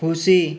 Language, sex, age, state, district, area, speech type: Gujarati, male, 30-45, Gujarat, Ahmedabad, urban, read